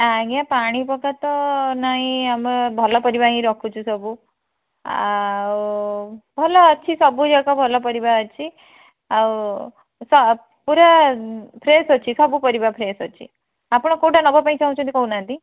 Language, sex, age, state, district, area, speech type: Odia, female, 45-60, Odisha, Bhadrak, rural, conversation